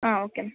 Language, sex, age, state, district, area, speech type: Kannada, female, 18-30, Karnataka, Bellary, rural, conversation